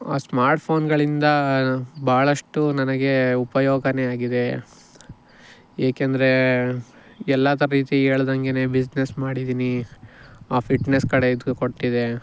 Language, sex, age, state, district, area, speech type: Kannada, male, 18-30, Karnataka, Chikkaballapur, rural, spontaneous